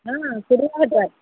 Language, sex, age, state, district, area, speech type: Odia, female, 45-60, Odisha, Malkangiri, urban, conversation